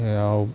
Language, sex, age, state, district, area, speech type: Assamese, male, 45-60, Assam, Morigaon, rural, spontaneous